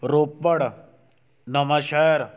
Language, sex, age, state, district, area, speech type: Punjabi, male, 60+, Punjab, Shaheed Bhagat Singh Nagar, rural, spontaneous